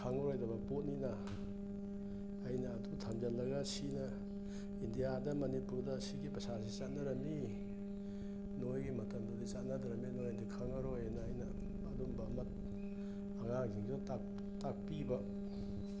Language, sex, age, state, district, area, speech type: Manipuri, male, 60+, Manipur, Imphal East, urban, spontaneous